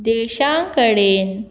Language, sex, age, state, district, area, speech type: Goan Konkani, female, 18-30, Goa, Murmgao, urban, read